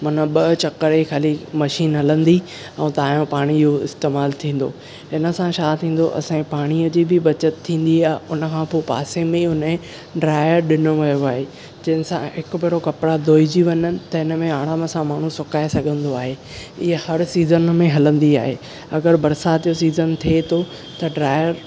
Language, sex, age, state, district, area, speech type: Sindhi, male, 18-30, Maharashtra, Thane, urban, spontaneous